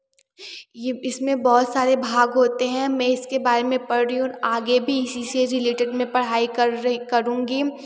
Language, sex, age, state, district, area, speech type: Hindi, female, 18-30, Uttar Pradesh, Varanasi, urban, spontaneous